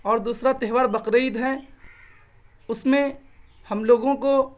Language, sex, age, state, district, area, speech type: Urdu, male, 18-30, Bihar, Purnia, rural, spontaneous